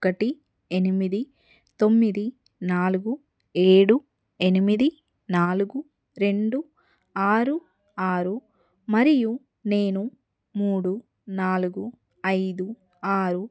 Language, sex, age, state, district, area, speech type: Telugu, female, 30-45, Telangana, Adilabad, rural, read